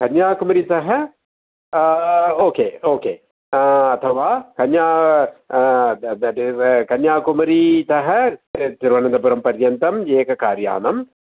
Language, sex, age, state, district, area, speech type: Sanskrit, male, 60+, Tamil Nadu, Coimbatore, urban, conversation